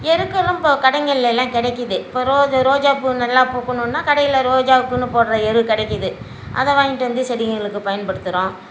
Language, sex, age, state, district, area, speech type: Tamil, female, 60+, Tamil Nadu, Nagapattinam, rural, spontaneous